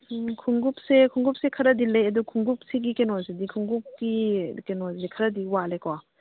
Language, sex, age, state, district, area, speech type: Manipuri, female, 30-45, Manipur, Imphal East, rural, conversation